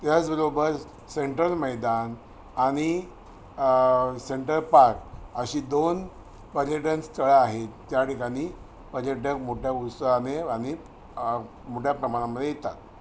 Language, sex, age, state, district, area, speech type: Marathi, male, 60+, Maharashtra, Thane, rural, spontaneous